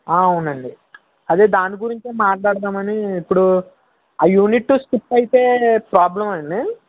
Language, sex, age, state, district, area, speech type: Telugu, male, 30-45, Andhra Pradesh, Eluru, rural, conversation